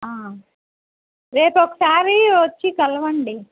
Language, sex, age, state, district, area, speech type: Telugu, female, 60+, Andhra Pradesh, N T Rama Rao, urban, conversation